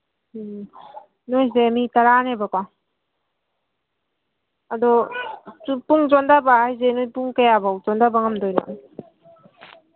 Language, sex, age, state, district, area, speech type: Manipuri, female, 18-30, Manipur, Kangpokpi, urban, conversation